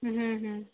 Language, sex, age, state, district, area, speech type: Bengali, female, 18-30, West Bengal, Howrah, urban, conversation